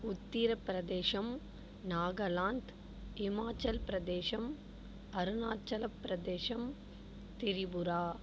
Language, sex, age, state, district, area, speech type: Tamil, female, 45-60, Tamil Nadu, Mayiladuthurai, rural, spontaneous